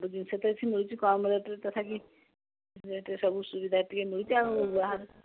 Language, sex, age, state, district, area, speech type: Odia, female, 60+, Odisha, Jagatsinghpur, rural, conversation